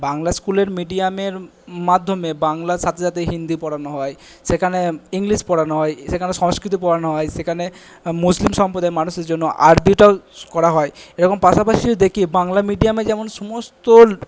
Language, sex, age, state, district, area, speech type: Bengali, male, 18-30, West Bengal, Purba Bardhaman, urban, spontaneous